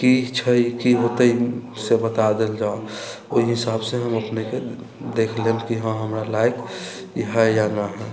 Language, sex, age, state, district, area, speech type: Maithili, male, 45-60, Bihar, Sitamarhi, rural, spontaneous